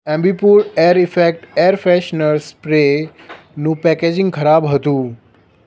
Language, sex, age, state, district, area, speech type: Gujarati, male, 18-30, Gujarat, Ahmedabad, urban, read